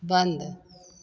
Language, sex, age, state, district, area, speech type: Hindi, female, 30-45, Bihar, Begusarai, rural, read